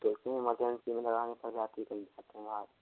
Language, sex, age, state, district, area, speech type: Hindi, male, 45-60, Rajasthan, Karauli, rural, conversation